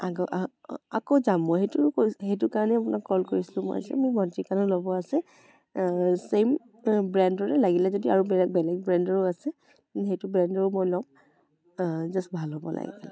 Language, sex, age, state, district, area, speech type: Assamese, female, 18-30, Assam, Charaideo, urban, spontaneous